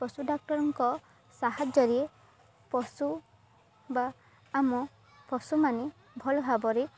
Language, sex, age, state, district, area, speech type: Odia, female, 18-30, Odisha, Balangir, urban, spontaneous